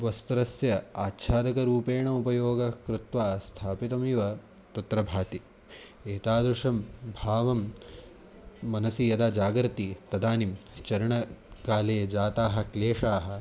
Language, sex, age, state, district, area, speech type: Sanskrit, male, 18-30, Maharashtra, Nashik, urban, spontaneous